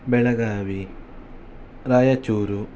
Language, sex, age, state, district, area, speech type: Kannada, male, 18-30, Karnataka, Shimoga, rural, spontaneous